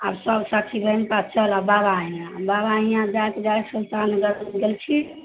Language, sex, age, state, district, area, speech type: Maithili, female, 45-60, Bihar, Samastipur, rural, conversation